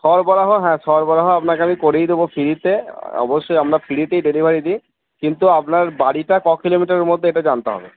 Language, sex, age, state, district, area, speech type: Bengali, male, 45-60, West Bengal, Purba Bardhaman, rural, conversation